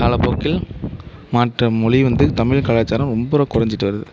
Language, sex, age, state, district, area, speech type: Tamil, male, 18-30, Tamil Nadu, Mayiladuthurai, urban, spontaneous